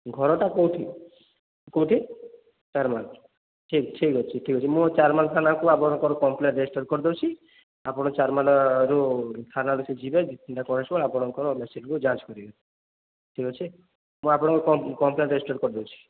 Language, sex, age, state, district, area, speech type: Odia, male, 30-45, Odisha, Sambalpur, rural, conversation